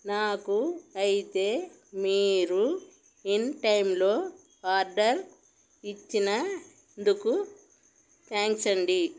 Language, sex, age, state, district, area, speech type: Telugu, female, 45-60, Telangana, Peddapalli, rural, spontaneous